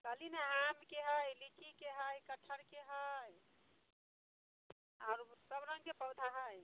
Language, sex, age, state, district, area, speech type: Maithili, female, 30-45, Bihar, Muzaffarpur, rural, conversation